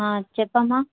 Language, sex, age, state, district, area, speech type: Telugu, female, 18-30, Telangana, Hyderabad, rural, conversation